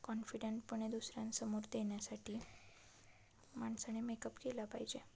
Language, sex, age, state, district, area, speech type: Marathi, female, 18-30, Maharashtra, Satara, urban, spontaneous